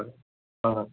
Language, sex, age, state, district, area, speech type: Assamese, male, 18-30, Assam, Charaideo, urban, conversation